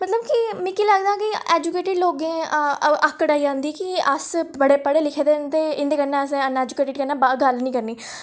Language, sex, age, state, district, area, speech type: Dogri, female, 18-30, Jammu and Kashmir, Reasi, rural, spontaneous